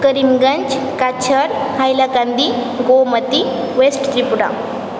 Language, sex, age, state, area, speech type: Sanskrit, female, 18-30, Assam, rural, spontaneous